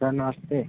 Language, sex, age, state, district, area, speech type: Hindi, male, 18-30, Uttar Pradesh, Mirzapur, rural, conversation